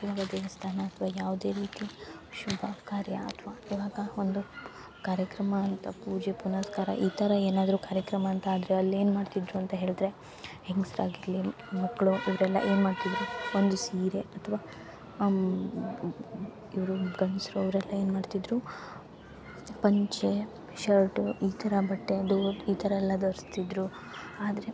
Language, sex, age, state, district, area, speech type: Kannada, female, 18-30, Karnataka, Uttara Kannada, rural, spontaneous